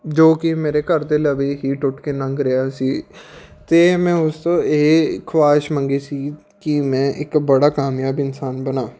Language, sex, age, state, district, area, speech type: Punjabi, male, 18-30, Punjab, Patiala, urban, spontaneous